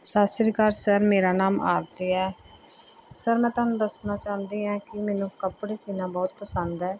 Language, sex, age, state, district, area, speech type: Punjabi, female, 30-45, Punjab, Pathankot, rural, spontaneous